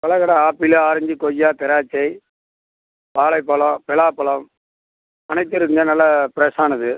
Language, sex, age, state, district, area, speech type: Tamil, male, 45-60, Tamil Nadu, Perambalur, rural, conversation